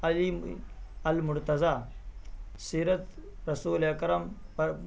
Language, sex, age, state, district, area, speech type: Urdu, male, 18-30, Bihar, Purnia, rural, spontaneous